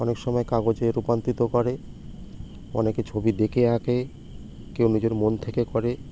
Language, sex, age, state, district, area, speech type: Bengali, male, 45-60, West Bengal, Birbhum, urban, spontaneous